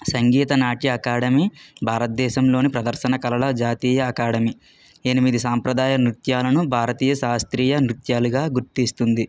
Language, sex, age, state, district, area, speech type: Telugu, male, 45-60, Andhra Pradesh, Kakinada, urban, spontaneous